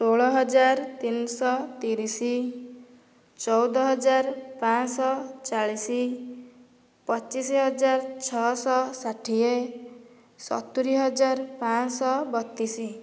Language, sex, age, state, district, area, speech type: Odia, female, 18-30, Odisha, Nayagarh, rural, spontaneous